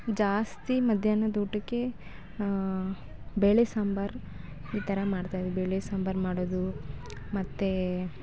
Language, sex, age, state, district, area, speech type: Kannada, female, 18-30, Karnataka, Mandya, rural, spontaneous